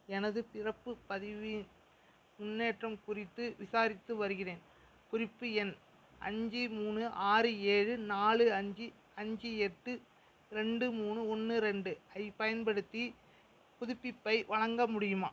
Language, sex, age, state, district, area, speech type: Tamil, male, 30-45, Tamil Nadu, Mayiladuthurai, rural, read